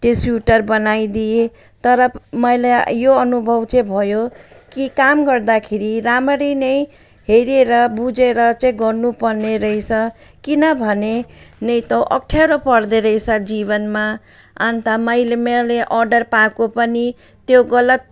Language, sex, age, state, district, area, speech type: Nepali, female, 45-60, West Bengal, Jalpaiguri, rural, spontaneous